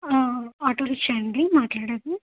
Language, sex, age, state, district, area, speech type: Telugu, female, 30-45, Andhra Pradesh, Nandyal, rural, conversation